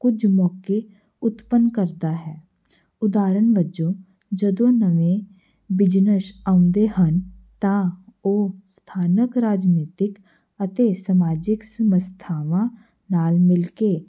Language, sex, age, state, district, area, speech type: Punjabi, female, 18-30, Punjab, Hoshiarpur, urban, spontaneous